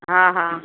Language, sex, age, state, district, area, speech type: Sindhi, female, 45-60, Gujarat, Kutch, rural, conversation